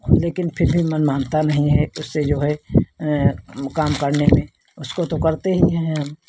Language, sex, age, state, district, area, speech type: Hindi, female, 60+, Uttar Pradesh, Hardoi, rural, spontaneous